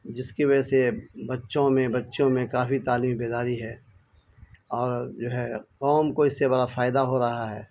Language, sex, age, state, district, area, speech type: Urdu, male, 45-60, Bihar, Araria, rural, spontaneous